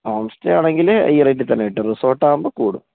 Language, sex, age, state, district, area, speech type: Malayalam, male, 18-30, Kerala, Wayanad, rural, conversation